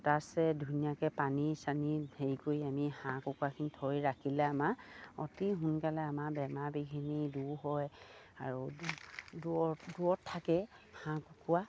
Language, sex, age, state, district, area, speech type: Assamese, female, 45-60, Assam, Dibrugarh, rural, spontaneous